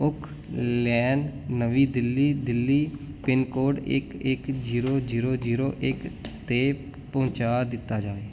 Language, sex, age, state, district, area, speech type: Punjabi, male, 18-30, Punjab, Jalandhar, urban, read